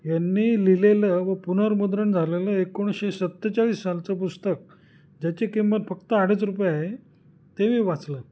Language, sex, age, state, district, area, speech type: Marathi, male, 45-60, Maharashtra, Nashik, urban, spontaneous